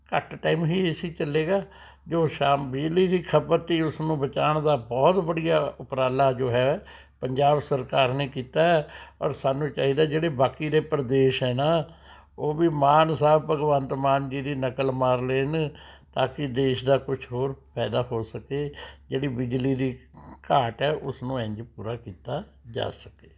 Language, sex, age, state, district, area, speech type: Punjabi, male, 60+, Punjab, Rupnagar, urban, spontaneous